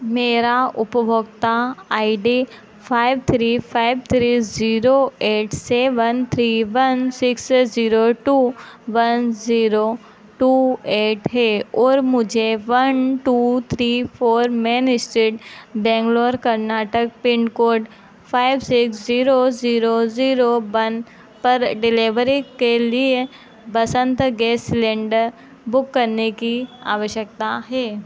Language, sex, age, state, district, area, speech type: Hindi, female, 45-60, Madhya Pradesh, Harda, urban, read